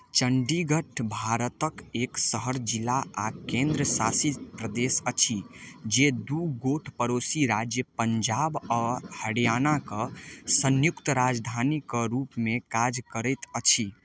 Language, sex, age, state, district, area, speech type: Maithili, male, 18-30, Bihar, Darbhanga, rural, read